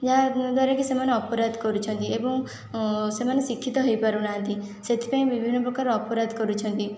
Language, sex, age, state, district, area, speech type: Odia, female, 18-30, Odisha, Khordha, rural, spontaneous